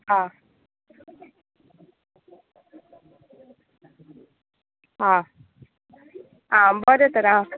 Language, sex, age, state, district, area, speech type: Goan Konkani, female, 30-45, Goa, Tiswadi, rural, conversation